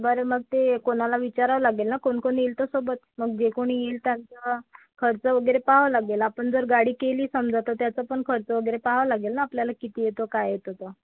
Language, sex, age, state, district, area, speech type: Marathi, female, 30-45, Maharashtra, Amravati, urban, conversation